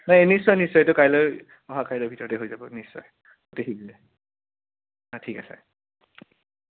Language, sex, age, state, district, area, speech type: Assamese, male, 18-30, Assam, Biswanath, rural, conversation